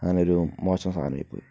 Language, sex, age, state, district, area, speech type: Malayalam, male, 60+, Kerala, Palakkad, urban, spontaneous